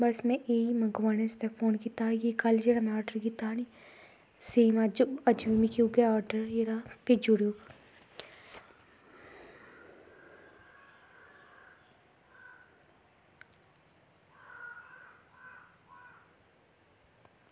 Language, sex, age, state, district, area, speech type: Dogri, female, 18-30, Jammu and Kashmir, Kathua, rural, spontaneous